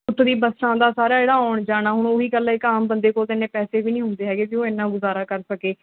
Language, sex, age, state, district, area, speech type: Punjabi, female, 30-45, Punjab, Mansa, urban, conversation